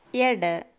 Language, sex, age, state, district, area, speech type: Kannada, female, 30-45, Karnataka, Tumkur, rural, read